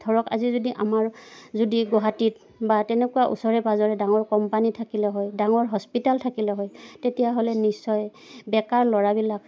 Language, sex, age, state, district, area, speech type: Assamese, female, 30-45, Assam, Udalguri, rural, spontaneous